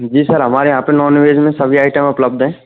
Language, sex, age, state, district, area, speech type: Hindi, male, 18-30, Rajasthan, Bharatpur, rural, conversation